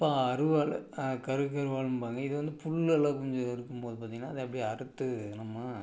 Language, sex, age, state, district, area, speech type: Tamil, male, 45-60, Tamil Nadu, Tiruppur, rural, spontaneous